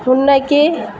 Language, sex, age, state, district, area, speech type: Tamil, female, 30-45, Tamil Nadu, Tiruvannamalai, rural, read